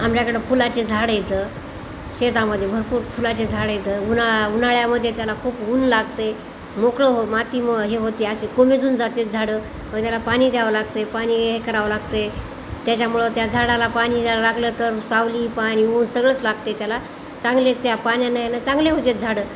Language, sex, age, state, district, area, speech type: Marathi, female, 60+, Maharashtra, Nanded, urban, spontaneous